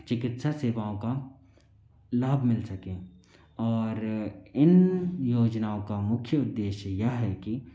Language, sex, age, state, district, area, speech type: Hindi, male, 45-60, Madhya Pradesh, Bhopal, urban, spontaneous